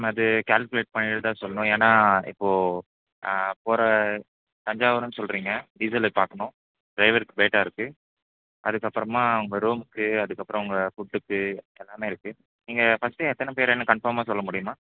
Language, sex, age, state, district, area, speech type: Tamil, male, 18-30, Tamil Nadu, Nilgiris, rural, conversation